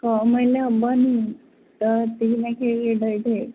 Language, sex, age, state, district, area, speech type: Odia, female, 60+, Odisha, Gajapati, rural, conversation